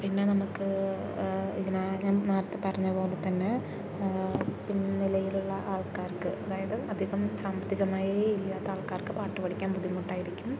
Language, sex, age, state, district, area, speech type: Malayalam, female, 18-30, Kerala, Palakkad, rural, spontaneous